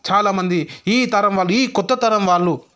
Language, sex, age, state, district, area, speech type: Telugu, male, 30-45, Telangana, Sangareddy, rural, spontaneous